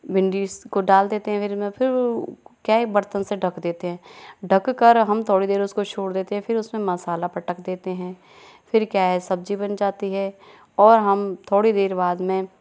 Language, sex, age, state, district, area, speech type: Hindi, female, 30-45, Rajasthan, Karauli, rural, spontaneous